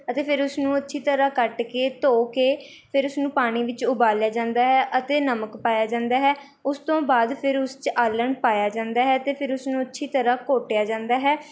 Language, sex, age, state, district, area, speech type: Punjabi, female, 18-30, Punjab, Mohali, rural, spontaneous